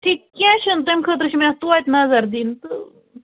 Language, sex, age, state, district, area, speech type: Kashmiri, female, 30-45, Jammu and Kashmir, Budgam, rural, conversation